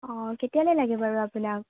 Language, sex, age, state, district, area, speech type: Assamese, female, 18-30, Assam, Sivasagar, urban, conversation